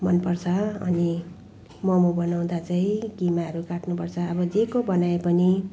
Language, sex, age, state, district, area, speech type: Nepali, female, 60+, West Bengal, Jalpaiguri, rural, spontaneous